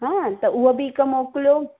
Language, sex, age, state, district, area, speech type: Sindhi, female, 30-45, Maharashtra, Thane, urban, conversation